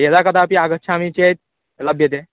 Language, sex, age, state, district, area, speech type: Sanskrit, male, 18-30, West Bengal, Paschim Medinipur, rural, conversation